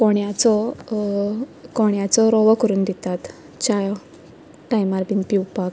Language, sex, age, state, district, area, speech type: Goan Konkani, female, 18-30, Goa, Quepem, rural, spontaneous